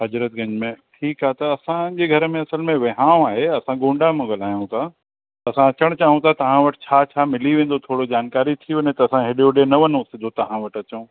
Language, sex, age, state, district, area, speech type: Sindhi, male, 45-60, Uttar Pradesh, Lucknow, rural, conversation